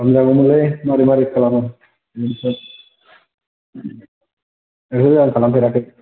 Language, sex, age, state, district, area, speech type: Bodo, male, 18-30, Assam, Chirang, rural, conversation